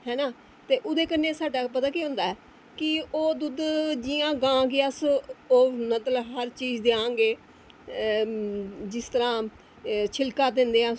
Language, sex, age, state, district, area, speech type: Dogri, female, 45-60, Jammu and Kashmir, Jammu, urban, spontaneous